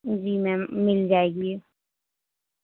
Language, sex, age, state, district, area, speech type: Urdu, female, 18-30, Delhi, North West Delhi, urban, conversation